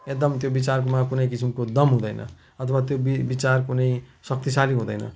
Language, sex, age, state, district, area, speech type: Nepali, male, 45-60, West Bengal, Jalpaiguri, rural, spontaneous